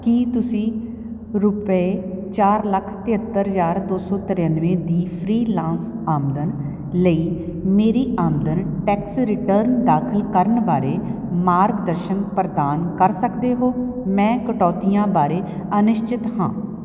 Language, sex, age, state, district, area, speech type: Punjabi, female, 45-60, Punjab, Jalandhar, urban, read